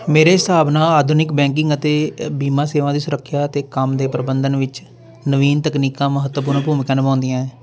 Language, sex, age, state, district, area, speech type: Punjabi, male, 30-45, Punjab, Jalandhar, urban, spontaneous